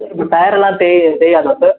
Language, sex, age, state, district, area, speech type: Tamil, male, 18-30, Tamil Nadu, Krishnagiri, rural, conversation